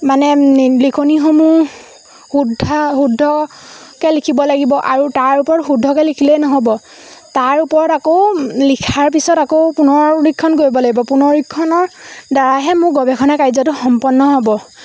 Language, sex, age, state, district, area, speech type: Assamese, female, 18-30, Assam, Lakhimpur, rural, spontaneous